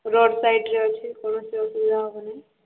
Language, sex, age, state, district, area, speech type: Odia, female, 18-30, Odisha, Subarnapur, urban, conversation